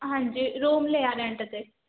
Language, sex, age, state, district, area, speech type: Punjabi, female, 18-30, Punjab, Hoshiarpur, rural, conversation